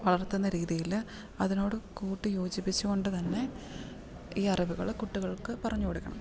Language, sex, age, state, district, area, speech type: Malayalam, female, 30-45, Kerala, Idukki, rural, spontaneous